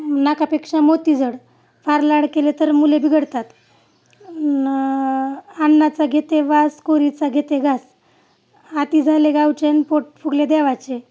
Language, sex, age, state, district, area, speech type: Marathi, female, 30-45, Maharashtra, Osmanabad, rural, spontaneous